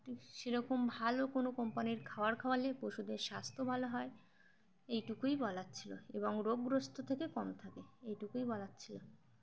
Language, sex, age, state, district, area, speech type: Bengali, female, 18-30, West Bengal, Dakshin Dinajpur, urban, spontaneous